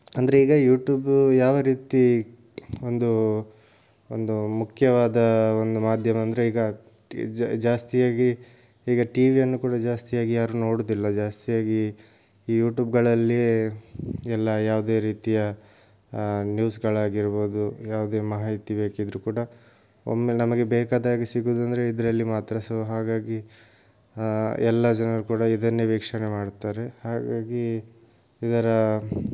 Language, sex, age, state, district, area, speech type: Kannada, male, 18-30, Karnataka, Tumkur, urban, spontaneous